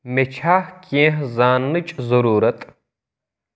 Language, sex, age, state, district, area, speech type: Kashmiri, male, 18-30, Jammu and Kashmir, Pulwama, urban, read